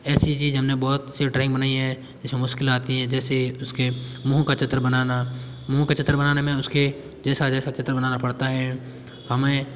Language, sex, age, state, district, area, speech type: Hindi, male, 18-30, Rajasthan, Jodhpur, urban, spontaneous